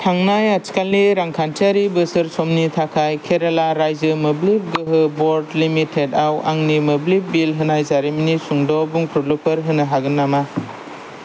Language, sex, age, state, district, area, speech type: Bodo, male, 18-30, Assam, Kokrajhar, urban, read